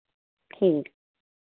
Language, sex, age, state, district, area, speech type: Hindi, female, 60+, Uttar Pradesh, Sitapur, rural, conversation